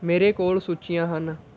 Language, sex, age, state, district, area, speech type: Punjabi, male, 18-30, Punjab, Mohali, rural, read